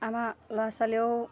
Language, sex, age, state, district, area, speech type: Assamese, female, 18-30, Assam, Lakhimpur, urban, spontaneous